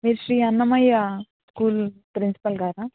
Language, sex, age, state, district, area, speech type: Telugu, female, 18-30, Andhra Pradesh, Annamaya, rural, conversation